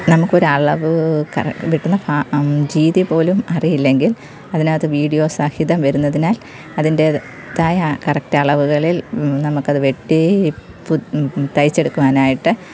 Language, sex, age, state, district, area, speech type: Malayalam, female, 30-45, Kerala, Pathanamthitta, rural, spontaneous